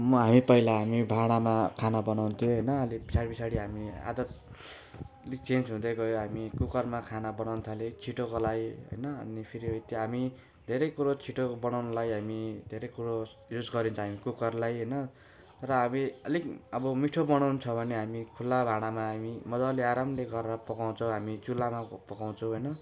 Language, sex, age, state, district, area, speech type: Nepali, male, 18-30, West Bengal, Jalpaiguri, rural, spontaneous